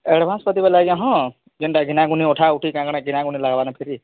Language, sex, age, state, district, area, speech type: Odia, male, 45-60, Odisha, Nuapada, urban, conversation